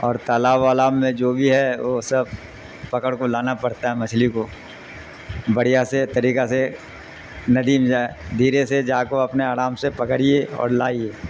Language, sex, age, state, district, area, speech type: Urdu, male, 60+, Bihar, Darbhanga, rural, spontaneous